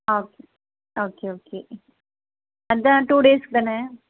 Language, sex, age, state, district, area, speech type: Tamil, female, 18-30, Tamil Nadu, Krishnagiri, rural, conversation